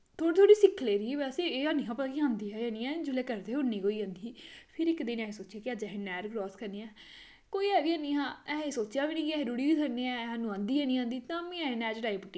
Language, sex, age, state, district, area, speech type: Dogri, female, 30-45, Jammu and Kashmir, Kathua, rural, spontaneous